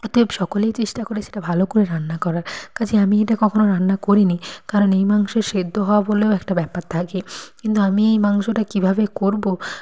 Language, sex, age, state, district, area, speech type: Bengali, female, 18-30, West Bengal, Nadia, rural, spontaneous